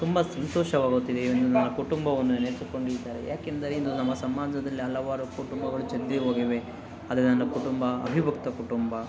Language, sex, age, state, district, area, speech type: Kannada, male, 60+, Karnataka, Kolar, rural, spontaneous